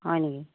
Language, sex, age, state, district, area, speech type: Assamese, female, 60+, Assam, Lakhimpur, rural, conversation